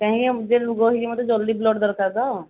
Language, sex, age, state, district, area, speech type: Odia, female, 45-60, Odisha, Sambalpur, rural, conversation